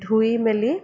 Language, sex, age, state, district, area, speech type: Assamese, female, 18-30, Assam, Nagaon, rural, spontaneous